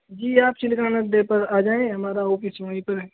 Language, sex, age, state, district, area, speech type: Urdu, male, 18-30, Uttar Pradesh, Saharanpur, urban, conversation